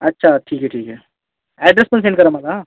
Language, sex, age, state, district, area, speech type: Marathi, male, 18-30, Maharashtra, Thane, urban, conversation